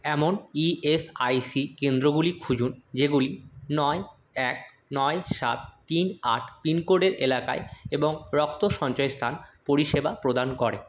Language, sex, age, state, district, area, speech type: Bengali, male, 18-30, West Bengal, Purulia, urban, read